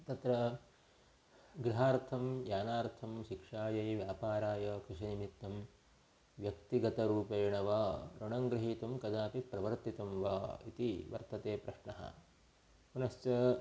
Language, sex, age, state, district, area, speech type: Sanskrit, male, 30-45, Karnataka, Udupi, rural, spontaneous